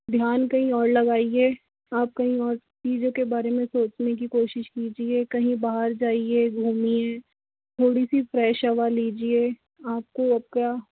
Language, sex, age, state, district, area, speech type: Hindi, male, 60+, Rajasthan, Jaipur, urban, conversation